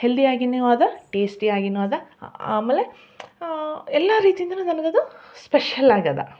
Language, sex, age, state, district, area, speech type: Kannada, female, 30-45, Karnataka, Koppal, rural, spontaneous